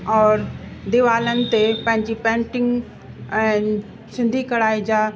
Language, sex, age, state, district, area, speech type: Sindhi, female, 45-60, Uttar Pradesh, Lucknow, urban, spontaneous